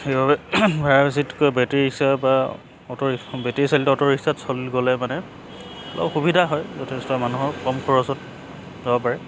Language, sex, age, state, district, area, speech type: Assamese, male, 30-45, Assam, Charaideo, urban, spontaneous